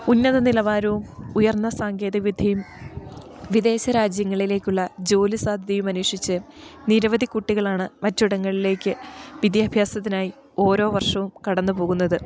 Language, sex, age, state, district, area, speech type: Malayalam, female, 30-45, Kerala, Idukki, rural, spontaneous